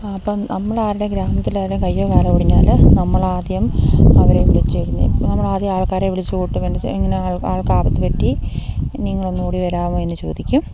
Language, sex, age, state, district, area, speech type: Malayalam, female, 45-60, Kerala, Idukki, rural, spontaneous